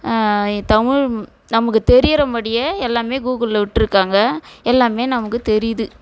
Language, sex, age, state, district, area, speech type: Tamil, female, 45-60, Tamil Nadu, Tiruvannamalai, rural, spontaneous